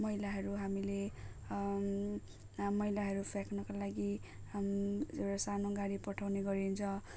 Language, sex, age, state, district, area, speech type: Nepali, female, 18-30, West Bengal, Darjeeling, rural, spontaneous